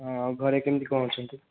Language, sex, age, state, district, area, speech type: Odia, male, 18-30, Odisha, Jagatsinghpur, urban, conversation